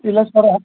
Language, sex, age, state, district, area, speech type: Kannada, male, 45-60, Karnataka, Gulbarga, urban, conversation